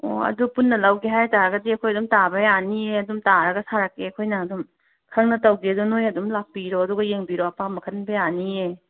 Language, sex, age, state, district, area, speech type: Manipuri, female, 30-45, Manipur, Tengnoupal, rural, conversation